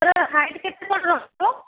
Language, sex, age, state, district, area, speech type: Odia, female, 60+, Odisha, Kandhamal, rural, conversation